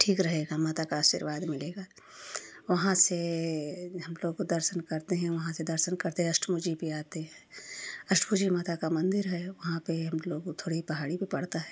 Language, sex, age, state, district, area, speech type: Hindi, female, 30-45, Uttar Pradesh, Prayagraj, rural, spontaneous